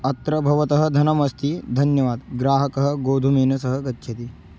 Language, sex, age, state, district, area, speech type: Sanskrit, male, 18-30, Maharashtra, Beed, urban, spontaneous